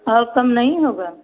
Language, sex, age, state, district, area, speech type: Hindi, female, 30-45, Uttar Pradesh, Ayodhya, rural, conversation